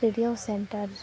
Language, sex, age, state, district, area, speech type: Santali, female, 30-45, Jharkhand, East Singhbhum, rural, spontaneous